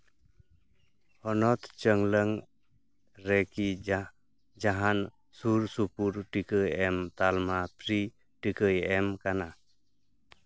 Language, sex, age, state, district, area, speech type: Santali, male, 30-45, West Bengal, Jhargram, rural, read